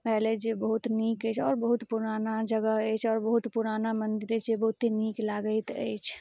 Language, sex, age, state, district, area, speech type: Maithili, female, 18-30, Bihar, Madhubani, rural, spontaneous